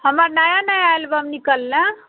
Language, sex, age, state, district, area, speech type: Maithili, female, 45-60, Bihar, Muzaffarpur, urban, conversation